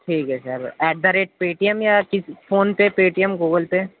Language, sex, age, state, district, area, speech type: Urdu, male, 18-30, Uttar Pradesh, Gautam Buddha Nagar, urban, conversation